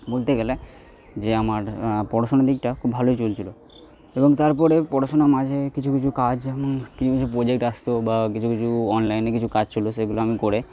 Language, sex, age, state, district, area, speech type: Bengali, male, 18-30, West Bengal, Purba Bardhaman, rural, spontaneous